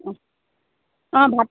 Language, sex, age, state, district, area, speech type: Assamese, female, 30-45, Assam, Dhemaji, rural, conversation